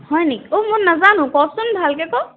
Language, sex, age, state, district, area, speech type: Assamese, female, 18-30, Assam, Jorhat, urban, conversation